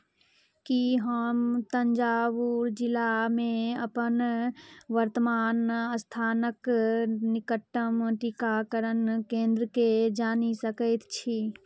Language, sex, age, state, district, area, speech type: Maithili, female, 18-30, Bihar, Madhubani, rural, read